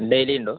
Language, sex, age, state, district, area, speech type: Malayalam, male, 18-30, Kerala, Palakkad, rural, conversation